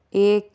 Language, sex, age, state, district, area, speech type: Hindi, female, 45-60, Rajasthan, Jaipur, urban, read